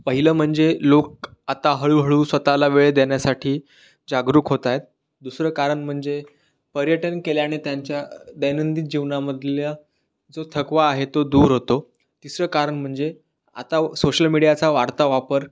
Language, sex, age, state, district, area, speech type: Marathi, male, 18-30, Maharashtra, Raigad, rural, spontaneous